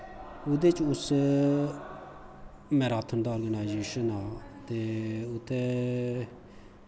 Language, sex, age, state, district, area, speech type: Dogri, male, 30-45, Jammu and Kashmir, Kathua, rural, spontaneous